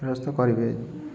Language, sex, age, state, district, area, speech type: Odia, male, 18-30, Odisha, Puri, urban, spontaneous